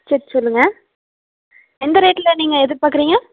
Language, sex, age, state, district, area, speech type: Tamil, female, 18-30, Tamil Nadu, Coimbatore, rural, conversation